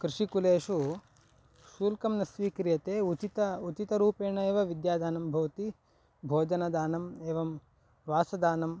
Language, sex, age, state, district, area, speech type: Sanskrit, male, 18-30, Karnataka, Chikkaballapur, rural, spontaneous